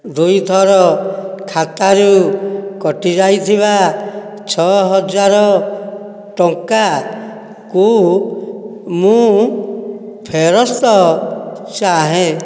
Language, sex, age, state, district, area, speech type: Odia, male, 60+, Odisha, Nayagarh, rural, read